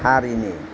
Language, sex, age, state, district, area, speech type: Bodo, male, 45-60, Assam, Kokrajhar, rural, spontaneous